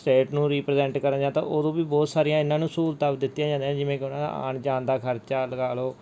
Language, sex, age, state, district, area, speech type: Punjabi, male, 18-30, Punjab, Mansa, urban, spontaneous